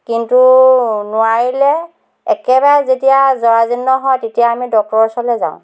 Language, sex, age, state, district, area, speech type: Assamese, female, 60+, Assam, Dhemaji, rural, spontaneous